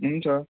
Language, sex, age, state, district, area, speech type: Nepali, male, 18-30, West Bengal, Kalimpong, rural, conversation